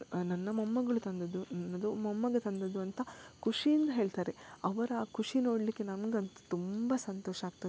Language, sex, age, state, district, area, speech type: Kannada, female, 30-45, Karnataka, Udupi, rural, spontaneous